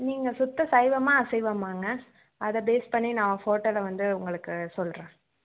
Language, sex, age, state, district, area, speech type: Tamil, female, 18-30, Tamil Nadu, Chengalpattu, urban, conversation